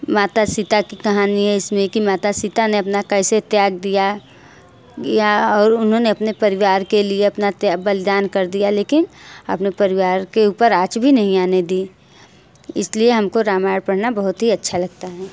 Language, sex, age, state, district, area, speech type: Hindi, female, 30-45, Uttar Pradesh, Mirzapur, rural, spontaneous